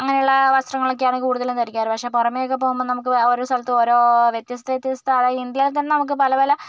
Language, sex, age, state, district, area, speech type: Malayalam, female, 45-60, Kerala, Kozhikode, urban, spontaneous